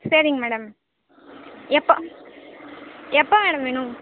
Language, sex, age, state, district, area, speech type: Tamil, female, 18-30, Tamil Nadu, Tiruvannamalai, rural, conversation